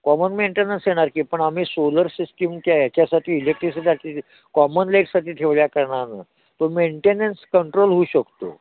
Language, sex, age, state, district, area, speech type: Marathi, male, 60+, Maharashtra, Kolhapur, urban, conversation